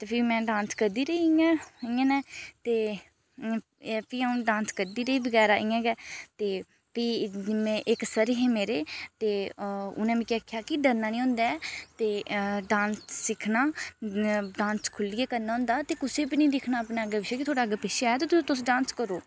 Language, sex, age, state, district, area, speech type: Dogri, female, 30-45, Jammu and Kashmir, Udhampur, urban, spontaneous